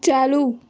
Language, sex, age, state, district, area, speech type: Urdu, female, 18-30, Uttar Pradesh, Aligarh, urban, read